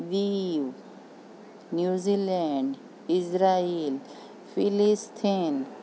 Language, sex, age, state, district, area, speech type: Gujarati, female, 45-60, Gujarat, Amreli, urban, spontaneous